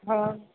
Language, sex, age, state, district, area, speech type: Dogri, female, 18-30, Jammu and Kashmir, Kathua, rural, conversation